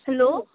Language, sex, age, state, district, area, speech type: Nepali, female, 18-30, West Bengal, Kalimpong, rural, conversation